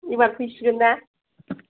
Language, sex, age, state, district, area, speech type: Bodo, female, 18-30, Assam, Kokrajhar, rural, conversation